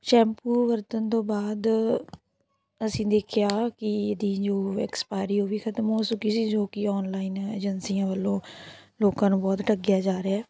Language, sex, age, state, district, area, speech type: Punjabi, female, 30-45, Punjab, Tarn Taran, rural, spontaneous